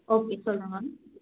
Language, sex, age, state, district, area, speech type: Tamil, female, 18-30, Tamil Nadu, Salem, urban, conversation